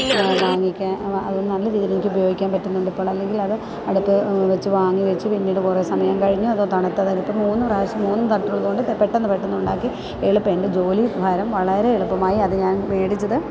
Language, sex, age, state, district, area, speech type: Malayalam, female, 45-60, Kerala, Kottayam, rural, spontaneous